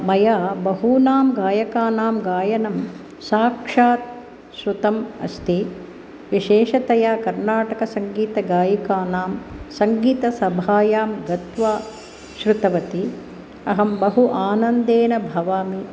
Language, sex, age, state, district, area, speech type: Sanskrit, female, 45-60, Tamil Nadu, Chennai, urban, spontaneous